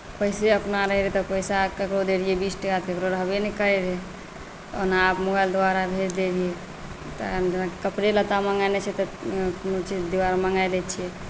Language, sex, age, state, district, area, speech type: Maithili, female, 45-60, Bihar, Saharsa, rural, spontaneous